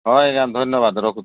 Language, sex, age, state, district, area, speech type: Odia, male, 60+, Odisha, Malkangiri, urban, conversation